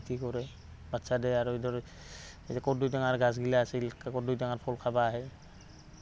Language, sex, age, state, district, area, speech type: Assamese, male, 18-30, Assam, Goalpara, rural, spontaneous